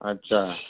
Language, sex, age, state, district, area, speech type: Urdu, male, 60+, Bihar, Khagaria, rural, conversation